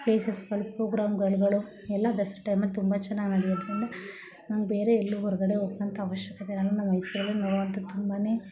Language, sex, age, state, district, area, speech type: Kannada, female, 45-60, Karnataka, Mysore, rural, spontaneous